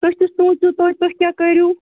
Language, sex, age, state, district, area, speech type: Kashmiri, female, 30-45, Jammu and Kashmir, Bandipora, rural, conversation